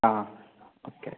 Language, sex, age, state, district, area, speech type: Malayalam, male, 18-30, Kerala, Wayanad, rural, conversation